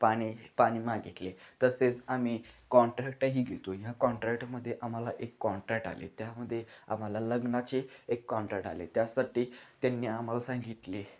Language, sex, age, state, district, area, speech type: Marathi, male, 18-30, Maharashtra, Kolhapur, urban, spontaneous